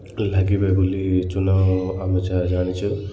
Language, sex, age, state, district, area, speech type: Odia, male, 30-45, Odisha, Koraput, urban, spontaneous